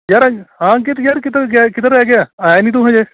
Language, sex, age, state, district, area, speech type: Punjabi, male, 45-60, Punjab, Kapurthala, urban, conversation